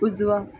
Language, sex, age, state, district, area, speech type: Marathi, female, 18-30, Maharashtra, Thane, urban, read